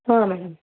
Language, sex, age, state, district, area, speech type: Kannada, female, 30-45, Karnataka, Gulbarga, urban, conversation